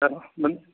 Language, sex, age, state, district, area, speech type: Malayalam, male, 60+, Kerala, Alappuzha, rural, conversation